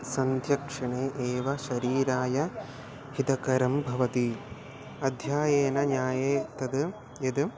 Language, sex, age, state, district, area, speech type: Sanskrit, male, 18-30, Kerala, Thiruvananthapuram, urban, spontaneous